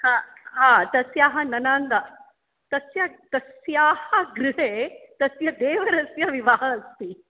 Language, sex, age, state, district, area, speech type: Sanskrit, female, 45-60, Maharashtra, Mumbai City, urban, conversation